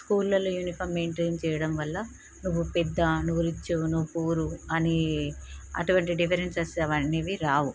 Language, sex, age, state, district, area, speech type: Telugu, female, 30-45, Telangana, Peddapalli, rural, spontaneous